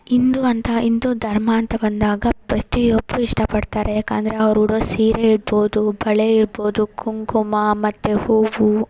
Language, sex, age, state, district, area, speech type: Kannada, female, 30-45, Karnataka, Hassan, urban, spontaneous